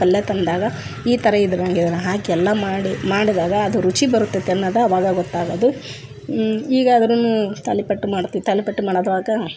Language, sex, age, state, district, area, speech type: Kannada, female, 45-60, Karnataka, Koppal, rural, spontaneous